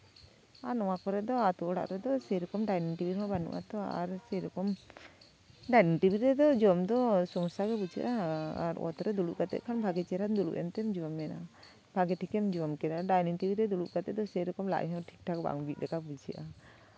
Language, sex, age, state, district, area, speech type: Santali, female, 30-45, West Bengal, Jhargram, rural, spontaneous